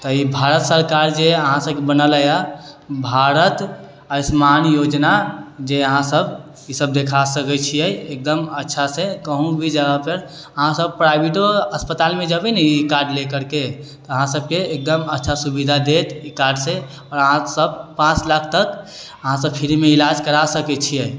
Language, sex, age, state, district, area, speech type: Maithili, male, 18-30, Bihar, Sitamarhi, urban, spontaneous